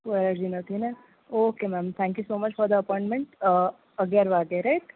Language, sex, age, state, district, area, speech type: Gujarati, female, 18-30, Gujarat, Ahmedabad, urban, conversation